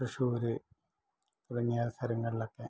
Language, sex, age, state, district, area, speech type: Malayalam, male, 60+, Kerala, Malappuram, rural, spontaneous